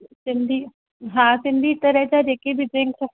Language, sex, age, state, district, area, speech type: Sindhi, female, 45-60, Uttar Pradesh, Lucknow, urban, conversation